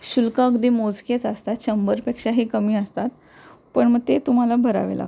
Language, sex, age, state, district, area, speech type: Marathi, female, 18-30, Maharashtra, Pune, urban, spontaneous